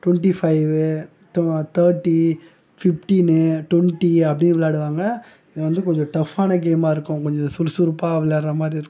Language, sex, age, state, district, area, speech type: Tamil, male, 18-30, Tamil Nadu, Tiruvannamalai, rural, spontaneous